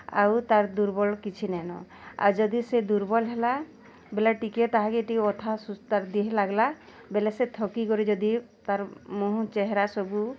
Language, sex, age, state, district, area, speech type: Odia, female, 30-45, Odisha, Bargarh, urban, spontaneous